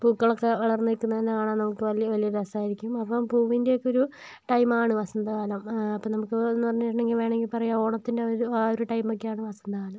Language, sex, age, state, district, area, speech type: Malayalam, female, 45-60, Kerala, Kozhikode, urban, spontaneous